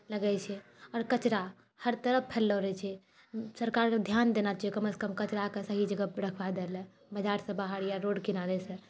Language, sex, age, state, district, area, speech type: Maithili, female, 18-30, Bihar, Purnia, rural, spontaneous